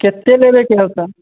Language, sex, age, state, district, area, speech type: Maithili, male, 18-30, Bihar, Muzaffarpur, rural, conversation